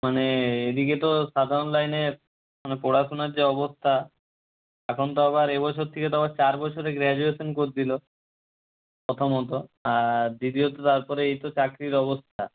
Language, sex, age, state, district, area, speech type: Bengali, male, 45-60, West Bengal, Nadia, rural, conversation